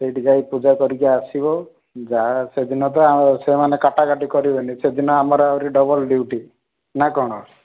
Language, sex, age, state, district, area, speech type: Odia, male, 18-30, Odisha, Rayagada, urban, conversation